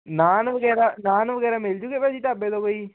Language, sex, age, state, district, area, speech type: Punjabi, male, 18-30, Punjab, Hoshiarpur, rural, conversation